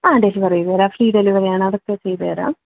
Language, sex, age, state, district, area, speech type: Malayalam, female, 18-30, Kerala, Alappuzha, rural, conversation